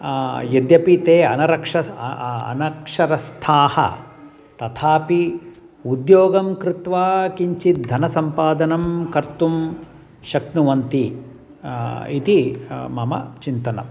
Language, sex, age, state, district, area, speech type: Sanskrit, male, 60+, Karnataka, Mysore, urban, spontaneous